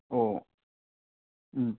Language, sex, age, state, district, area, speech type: Manipuri, male, 18-30, Manipur, Imphal West, rural, conversation